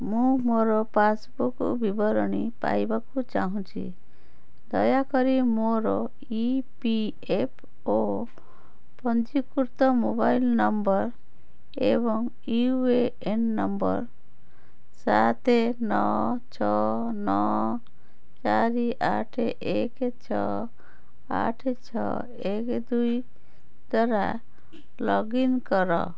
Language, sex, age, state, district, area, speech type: Odia, female, 45-60, Odisha, Cuttack, urban, read